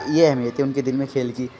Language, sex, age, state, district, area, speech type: Urdu, male, 30-45, Bihar, Khagaria, rural, spontaneous